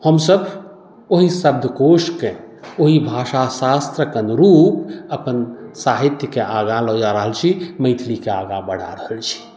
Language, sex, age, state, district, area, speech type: Maithili, male, 45-60, Bihar, Madhubani, rural, spontaneous